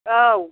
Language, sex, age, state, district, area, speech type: Bodo, female, 60+, Assam, Kokrajhar, rural, conversation